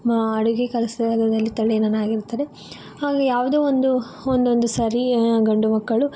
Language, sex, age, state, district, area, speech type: Kannada, female, 45-60, Karnataka, Chikkaballapur, rural, spontaneous